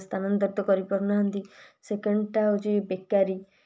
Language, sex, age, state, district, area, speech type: Odia, female, 18-30, Odisha, Kalahandi, rural, spontaneous